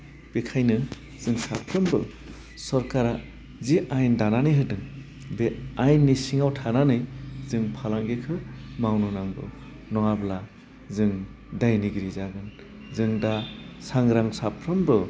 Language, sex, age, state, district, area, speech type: Bodo, male, 45-60, Assam, Udalguri, urban, spontaneous